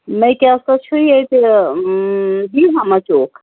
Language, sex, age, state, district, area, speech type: Kashmiri, female, 30-45, Jammu and Kashmir, Ganderbal, rural, conversation